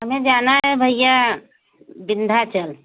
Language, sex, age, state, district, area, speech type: Hindi, female, 60+, Uttar Pradesh, Bhadohi, rural, conversation